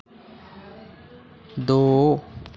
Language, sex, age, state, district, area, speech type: Hindi, male, 18-30, Madhya Pradesh, Harda, rural, read